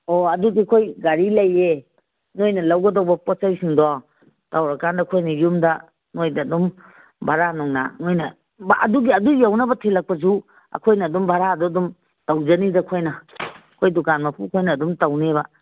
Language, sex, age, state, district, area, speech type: Manipuri, female, 45-60, Manipur, Kangpokpi, urban, conversation